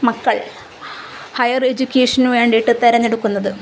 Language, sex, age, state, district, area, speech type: Malayalam, female, 30-45, Kerala, Kozhikode, rural, spontaneous